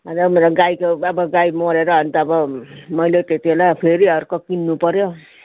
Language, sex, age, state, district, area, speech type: Nepali, female, 60+, West Bengal, Darjeeling, rural, conversation